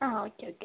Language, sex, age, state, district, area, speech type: Malayalam, female, 18-30, Kerala, Wayanad, rural, conversation